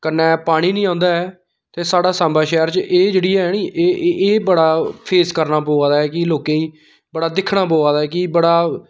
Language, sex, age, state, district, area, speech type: Dogri, male, 30-45, Jammu and Kashmir, Samba, rural, spontaneous